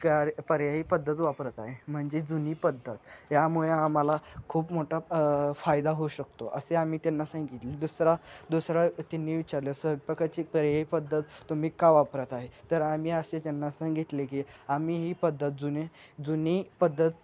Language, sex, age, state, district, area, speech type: Marathi, male, 18-30, Maharashtra, Kolhapur, urban, spontaneous